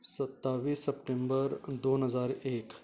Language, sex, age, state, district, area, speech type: Goan Konkani, male, 45-60, Goa, Canacona, rural, spontaneous